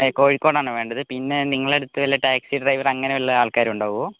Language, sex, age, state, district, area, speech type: Malayalam, male, 30-45, Kerala, Kozhikode, urban, conversation